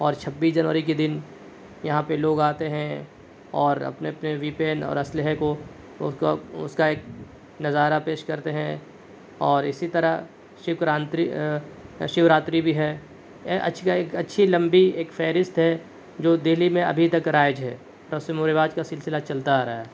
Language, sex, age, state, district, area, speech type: Urdu, male, 18-30, Delhi, South Delhi, urban, spontaneous